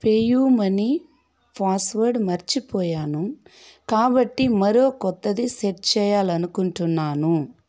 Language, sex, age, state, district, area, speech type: Telugu, female, 45-60, Andhra Pradesh, Sri Balaji, rural, read